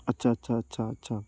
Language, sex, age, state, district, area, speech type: Bengali, male, 18-30, West Bengal, Darjeeling, urban, spontaneous